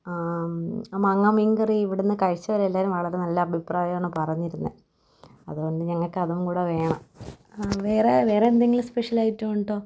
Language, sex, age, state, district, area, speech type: Malayalam, female, 30-45, Kerala, Thiruvananthapuram, rural, spontaneous